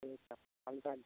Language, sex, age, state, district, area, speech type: Bengali, male, 45-60, West Bengal, South 24 Parganas, rural, conversation